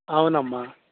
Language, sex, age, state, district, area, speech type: Telugu, male, 45-60, Andhra Pradesh, Bapatla, rural, conversation